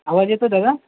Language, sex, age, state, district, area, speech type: Marathi, male, 45-60, Maharashtra, Nanded, rural, conversation